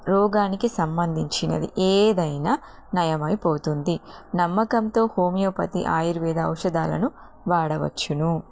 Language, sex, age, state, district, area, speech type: Telugu, female, 30-45, Telangana, Jagtial, urban, spontaneous